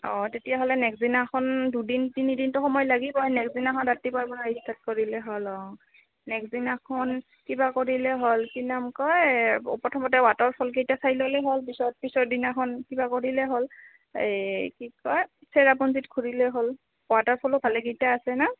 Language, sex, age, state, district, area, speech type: Assamese, female, 18-30, Assam, Goalpara, rural, conversation